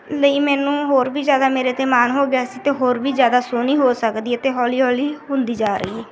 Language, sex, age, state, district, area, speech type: Punjabi, female, 18-30, Punjab, Bathinda, rural, spontaneous